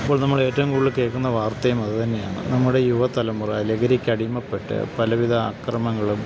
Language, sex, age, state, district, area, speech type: Malayalam, male, 45-60, Kerala, Idukki, rural, spontaneous